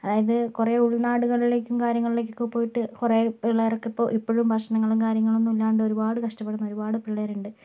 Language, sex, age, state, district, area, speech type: Malayalam, female, 60+, Kerala, Kozhikode, urban, spontaneous